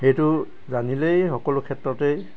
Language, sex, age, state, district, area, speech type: Assamese, male, 60+, Assam, Dibrugarh, urban, spontaneous